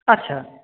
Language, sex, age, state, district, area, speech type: Bengali, male, 30-45, West Bengal, Paschim Bardhaman, urban, conversation